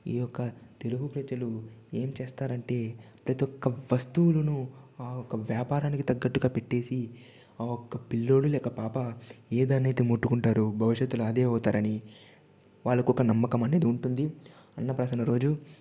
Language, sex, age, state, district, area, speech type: Telugu, male, 18-30, Andhra Pradesh, Chittoor, urban, spontaneous